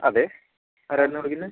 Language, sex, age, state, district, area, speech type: Malayalam, male, 30-45, Kerala, Wayanad, rural, conversation